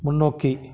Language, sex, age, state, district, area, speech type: Tamil, male, 45-60, Tamil Nadu, Krishnagiri, rural, read